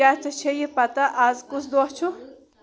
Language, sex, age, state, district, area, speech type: Kashmiri, male, 18-30, Jammu and Kashmir, Kulgam, rural, read